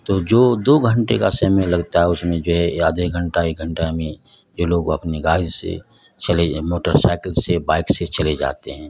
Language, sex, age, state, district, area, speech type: Urdu, male, 45-60, Bihar, Madhubani, rural, spontaneous